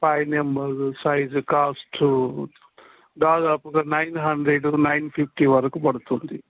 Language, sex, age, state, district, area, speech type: Telugu, male, 60+, Telangana, Warangal, urban, conversation